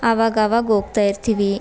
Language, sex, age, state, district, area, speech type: Kannada, female, 30-45, Karnataka, Chamarajanagar, rural, spontaneous